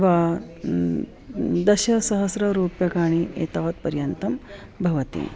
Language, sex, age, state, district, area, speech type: Sanskrit, female, 45-60, Maharashtra, Nagpur, urban, spontaneous